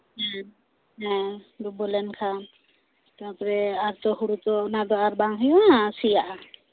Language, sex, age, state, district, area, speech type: Santali, female, 30-45, West Bengal, Birbhum, rural, conversation